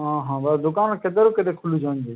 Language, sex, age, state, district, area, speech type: Odia, male, 18-30, Odisha, Subarnapur, rural, conversation